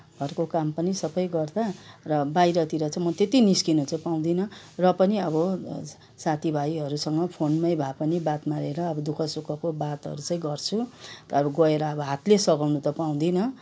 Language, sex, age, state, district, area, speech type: Nepali, female, 60+, West Bengal, Kalimpong, rural, spontaneous